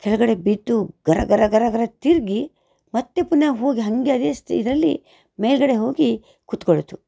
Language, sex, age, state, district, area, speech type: Kannada, female, 45-60, Karnataka, Shimoga, rural, spontaneous